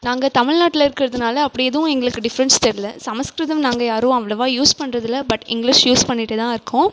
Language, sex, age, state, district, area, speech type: Tamil, female, 18-30, Tamil Nadu, Krishnagiri, rural, spontaneous